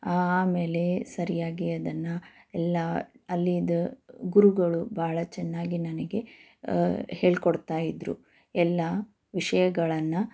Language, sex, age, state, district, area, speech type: Kannada, female, 30-45, Karnataka, Chikkaballapur, rural, spontaneous